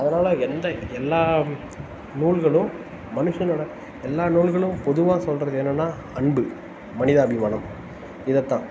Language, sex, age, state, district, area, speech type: Tamil, male, 18-30, Tamil Nadu, Tiruvannamalai, urban, spontaneous